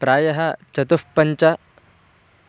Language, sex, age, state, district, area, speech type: Sanskrit, male, 18-30, Karnataka, Bangalore Rural, rural, spontaneous